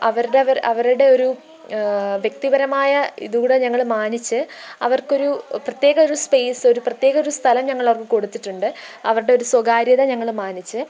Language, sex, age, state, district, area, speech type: Malayalam, female, 18-30, Kerala, Pathanamthitta, rural, spontaneous